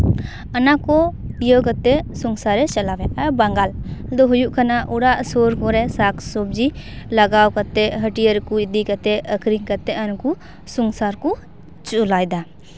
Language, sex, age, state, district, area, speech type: Santali, female, 18-30, West Bengal, Paschim Bardhaman, rural, spontaneous